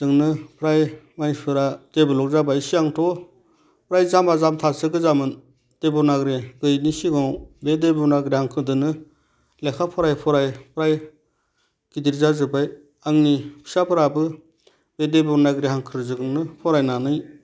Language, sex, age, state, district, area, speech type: Bodo, male, 60+, Assam, Udalguri, rural, spontaneous